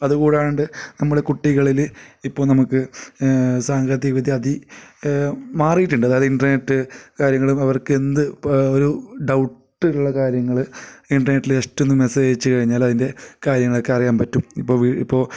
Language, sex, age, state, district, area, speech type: Malayalam, male, 30-45, Kerala, Kasaragod, rural, spontaneous